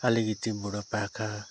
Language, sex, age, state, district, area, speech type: Nepali, male, 45-60, West Bengal, Darjeeling, rural, spontaneous